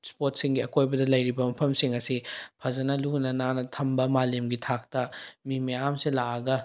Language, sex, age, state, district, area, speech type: Manipuri, male, 18-30, Manipur, Bishnupur, rural, spontaneous